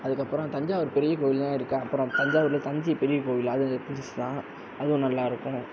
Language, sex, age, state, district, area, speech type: Tamil, male, 30-45, Tamil Nadu, Sivaganga, rural, spontaneous